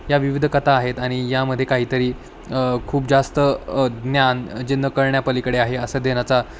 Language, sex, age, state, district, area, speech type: Marathi, male, 18-30, Maharashtra, Nanded, rural, spontaneous